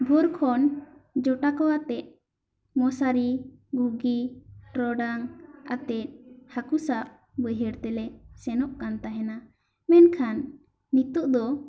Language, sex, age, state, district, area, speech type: Santali, female, 18-30, West Bengal, Bankura, rural, spontaneous